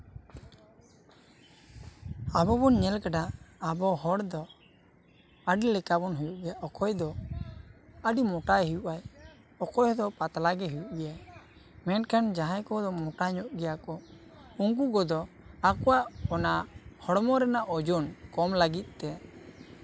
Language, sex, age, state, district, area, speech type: Santali, male, 18-30, West Bengal, Bankura, rural, spontaneous